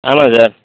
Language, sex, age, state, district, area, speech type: Tamil, male, 45-60, Tamil Nadu, Madurai, rural, conversation